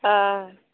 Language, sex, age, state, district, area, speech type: Maithili, female, 18-30, Bihar, Samastipur, rural, conversation